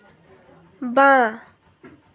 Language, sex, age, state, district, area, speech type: Bengali, female, 30-45, West Bengal, Hooghly, urban, read